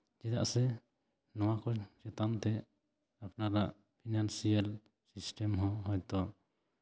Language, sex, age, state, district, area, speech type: Santali, male, 30-45, West Bengal, Jhargram, rural, spontaneous